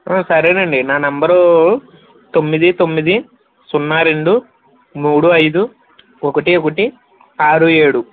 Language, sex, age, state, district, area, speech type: Telugu, male, 30-45, Andhra Pradesh, East Godavari, rural, conversation